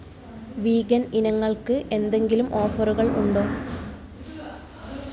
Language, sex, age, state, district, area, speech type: Malayalam, female, 18-30, Kerala, Kasaragod, urban, read